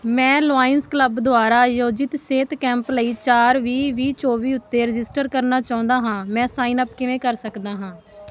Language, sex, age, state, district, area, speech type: Punjabi, female, 18-30, Punjab, Muktsar, rural, read